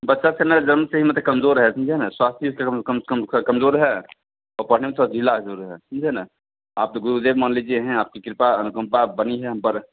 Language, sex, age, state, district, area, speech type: Hindi, male, 45-60, Bihar, Begusarai, rural, conversation